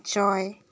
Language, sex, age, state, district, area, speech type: Assamese, female, 18-30, Assam, Dibrugarh, urban, read